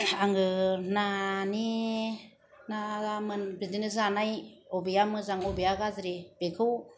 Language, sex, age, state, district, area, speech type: Bodo, female, 30-45, Assam, Kokrajhar, rural, spontaneous